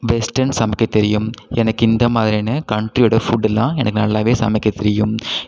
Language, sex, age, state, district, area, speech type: Tamil, male, 18-30, Tamil Nadu, Cuddalore, rural, spontaneous